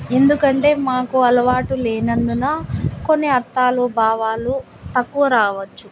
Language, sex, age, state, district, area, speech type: Telugu, female, 18-30, Andhra Pradesh, Nandyal, rural, spontaneous